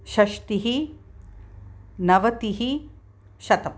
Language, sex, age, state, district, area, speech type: Sanskrit, female, 60+, Karnataka, Mysore, urban, spontaneous